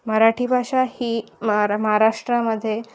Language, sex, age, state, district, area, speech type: Marathi, female, 18-30, Maharashtra, Ratnagiri, urban, spontaneous